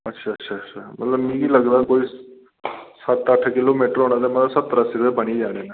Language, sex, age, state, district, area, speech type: Dogri, male, 30-45, Jammu and Kashmir, Reasi, rural, conversation